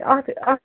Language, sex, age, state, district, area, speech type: Kashmiri, female, 30-45, Jammu and Kashmir, Srinagar, urban, conversation